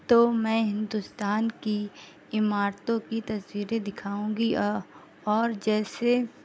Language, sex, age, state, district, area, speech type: Urdu, female, 18-30, Uttar Pradesh, Shahjahanpur, urban, spontaneous